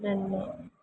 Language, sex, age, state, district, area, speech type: Kannada, female, 60+, Karnataka, Kolar, rural, spontaneous